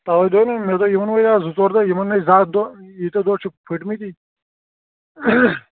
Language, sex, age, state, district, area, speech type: Kashmiri, male, 18-30, Jammu and Kashmir, Shopian, rural, conversation